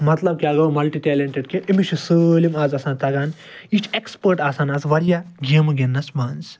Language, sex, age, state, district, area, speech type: Kashmiri, male, 30-45, Jammu and Kashmir, Ganderbal, rural, spontaneous